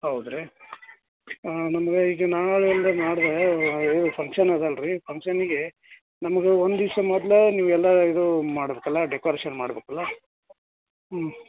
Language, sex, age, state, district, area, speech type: Kannada, male, 60+, Karnataka, Gadag, rural, conversation